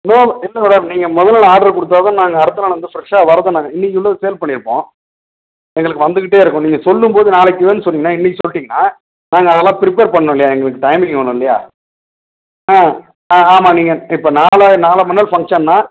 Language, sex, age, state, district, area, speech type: Tamil, male, 45-60, Tamil Nadu, Perambalur, urban, conversation